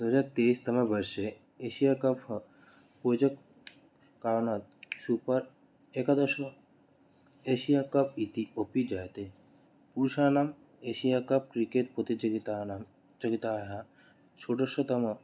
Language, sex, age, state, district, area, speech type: Sanskrit, male, 18-30, West Bengal, Cooch Behar, rural, spontaneous